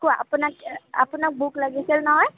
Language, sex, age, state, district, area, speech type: Assamese, female, 18-30, Assam, Kamrup Metropolitan, urban, conversation